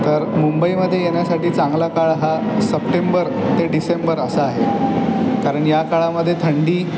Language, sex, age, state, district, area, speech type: Marathi, male, 18-30, Maharashtra, Aurangabad, urban, spontaneous